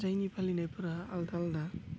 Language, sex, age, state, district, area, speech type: Bodo, male, 18-30, Assam, Udalguri, urban, spontaneous